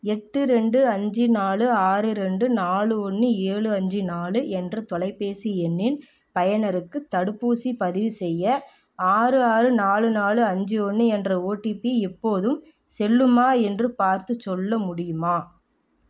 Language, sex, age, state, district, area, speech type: Tamil, female, 18-30, Tamil Nadu, Namakkal, rural, read